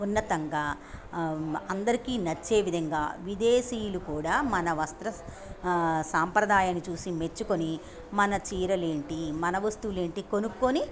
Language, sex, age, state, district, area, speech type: Telugu, female, 60+, Andhra Pradesh, Bapatla, urban, spontaneous